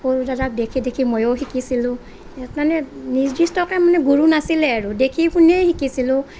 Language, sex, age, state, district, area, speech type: Assamese, female, 30-45, Assam, Nalbari, rural, spontaneous